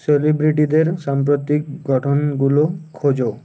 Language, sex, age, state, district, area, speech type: Bengali, male, 18-30, West Bengal, Uttar Dinajpur, urban, read